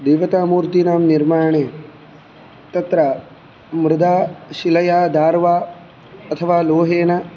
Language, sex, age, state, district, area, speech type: Sanskrit, male, 18-30, Karnataka, Udupi, urban, spontaneous